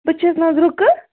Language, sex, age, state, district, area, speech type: Kashmiri, female, 30-45, Jammu and Kashmir, Bandipora, rural, conversation